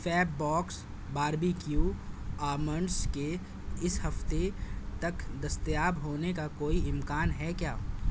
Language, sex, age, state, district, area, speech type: Urdu, male, 30-45, Delhi, South Delhi, urban, read